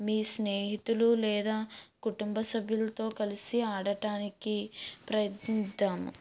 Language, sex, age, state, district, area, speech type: Telugu, female, 18-30, Andhra Pradesh, East Godavari, urban, spontaneous